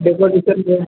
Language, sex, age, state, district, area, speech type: Hindi, male, 18-30, Madhya Pradesh, Harda, urban, conversation